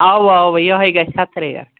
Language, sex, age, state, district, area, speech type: Kashmiri, female, 60+, Jammu and Kashmir, Anantnag, rural, conversation